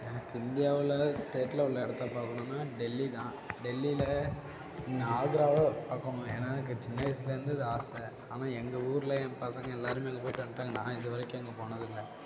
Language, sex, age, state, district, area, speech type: Tamil, male, 18-30, Tamil Nadu, Tiruvarur, rural, spontaneous